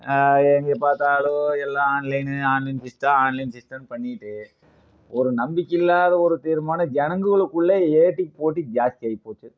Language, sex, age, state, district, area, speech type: Tamil, male, 30-45, Tamil Nadu, Coimbatore, rural, spontaneous